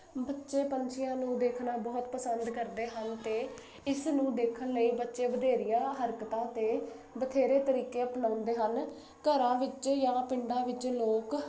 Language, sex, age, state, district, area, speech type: Punjabi, female, 18-30, Punjab, Jalandhar, urban, spontaneous